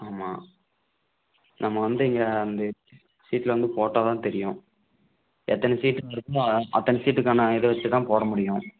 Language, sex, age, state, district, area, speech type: Tamil, male, 18-30, Tamil Nadu, Namakkal, rural, conversation